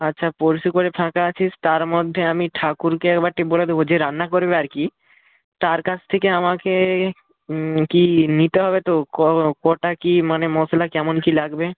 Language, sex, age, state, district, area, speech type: Bengali, male, 18-30, West Bengal, Purba Medinipur, rural, conversation